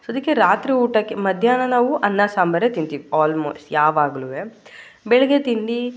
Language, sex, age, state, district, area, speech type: Kannada, female, 18-30, Karnataka, Mysore, urban, spontaneous